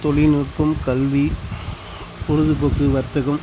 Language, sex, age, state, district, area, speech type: Tamil, male, 45-60, Tamil Nadu, Dharmapuri, rural, spontaneous